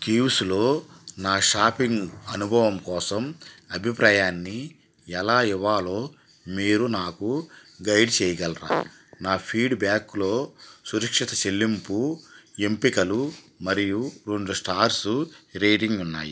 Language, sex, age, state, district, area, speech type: Telugu, male, 45-60, Andhra Pradesh, Krishna, rural, read